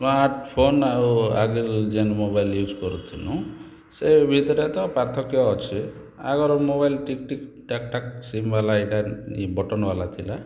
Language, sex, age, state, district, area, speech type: Odia, male, 30-45, Odisha, Kalahandi, rural, spontaneous